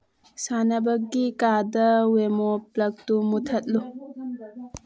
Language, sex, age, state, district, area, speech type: Manipuri, female, 30-45, Manipur, Churachandpur, rural, read